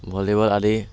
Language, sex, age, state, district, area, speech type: Assamese, male, 18-30, Assam, Dhemaji, rural, spontaneous